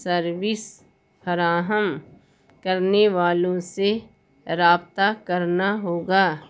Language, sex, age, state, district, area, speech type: Urdu, female, 60+, Bihar, Gaya, urban, spontaneous